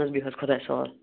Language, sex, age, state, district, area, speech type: Kashmiri, male, 18-30, Jammu and Kashmir, Shopian, urban, conversation